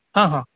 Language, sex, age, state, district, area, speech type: Kannada, male, 30-45, Karnataka, Dharwad, urban, conversation